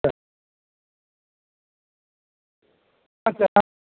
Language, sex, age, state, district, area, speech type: Bengali, male, 30-45, West Bengal, Howrah, urban, conversation